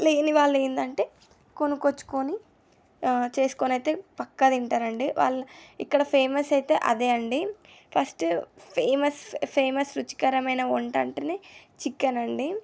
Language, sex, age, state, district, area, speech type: Telugu, female, 18-30, Telangana, Medchal, urban, spontaneous